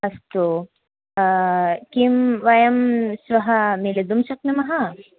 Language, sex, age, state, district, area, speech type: Sanskrit, female, 18-30, Kerala, Thrissur, urban, conversation